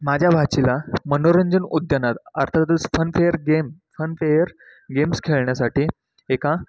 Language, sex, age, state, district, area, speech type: Marathi, male, 18-30, Maharashtra, Satara, rural, spontaneous